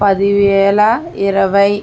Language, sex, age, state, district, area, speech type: Telugu, female, 18-30, Andhra Pradesh, Konaseema, rural, spontaneous